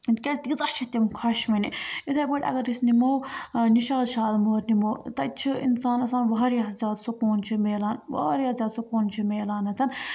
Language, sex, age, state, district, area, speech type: Kashmiri, female, 18-30, Jammu and Kashmir, Baramulla, rural, spontaneous